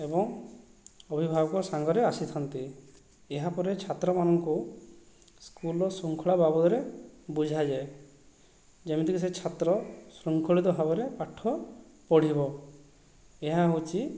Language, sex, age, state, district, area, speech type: Odia, male, 45-60, Odisha, Boudh, rural, spontaneous